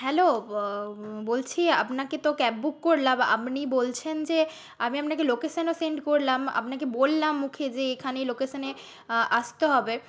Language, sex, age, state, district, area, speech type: Bengali, female, 30-45, West Bengal, Nadia, rural, spontaneous